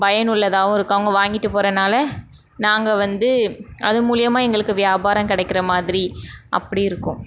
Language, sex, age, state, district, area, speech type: Tamil, female, 18-30, Tamil Nadu, Thoothukudi, rural, spontaneous